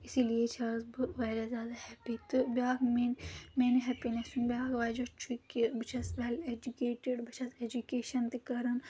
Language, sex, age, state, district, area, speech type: Kashmiri, female, 18-30, Jammu and Kashmir, Anantnag, rural, spontaneous